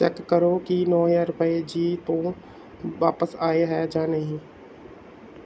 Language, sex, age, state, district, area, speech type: Punjabi, male, 18-30, Punjab, Bathinda, rural, read